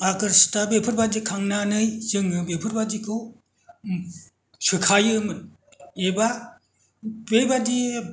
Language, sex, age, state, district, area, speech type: Bodo, male, 60+, Assam, Kokrajhar, rural, spontaneous